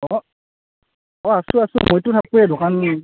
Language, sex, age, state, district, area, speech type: Assamese, male, 18-30, Assam, Nalbari, rural, conversation